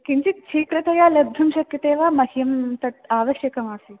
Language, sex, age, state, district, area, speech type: Sanskrit, female, 18-30, Kerala, Palakkad, urban, conversation